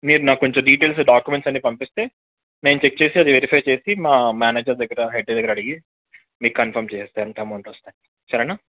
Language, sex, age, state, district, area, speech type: Telugu, male, 30-45, Andhra Pradesh, Krishna, urban, conversation